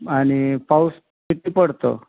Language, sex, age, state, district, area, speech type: Marathi, male, 45-60, Maharashtra, Osmanabad, rural, conversation